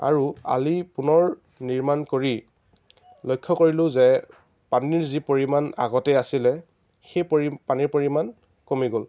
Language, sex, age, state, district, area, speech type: Assamese, male, 18-30, Assam, Lakhimpur, rural, spontaneous